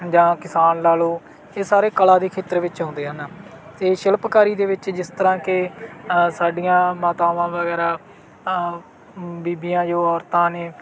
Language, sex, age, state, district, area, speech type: Punjabi, male, 18-30, Punjab, Bathinda, rural, spontaneous